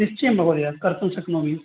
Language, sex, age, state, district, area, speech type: Sanskrit, male, 60+, Tamil Nadu, Coimbatore, urban, conversation